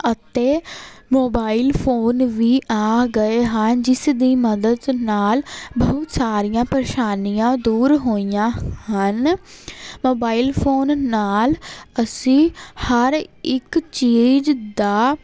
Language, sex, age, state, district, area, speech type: Punjabi, female, 18-30, Punjab, Jalandhar, urban, spontaneous